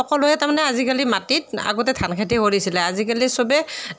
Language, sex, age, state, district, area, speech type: Assamese, female, 30-45, Assam, Nalbari, rural, spontaneous